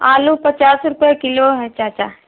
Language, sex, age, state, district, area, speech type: Hindi, female, 30-45, Uttar Pradesh, Prayagraj, urban, conversation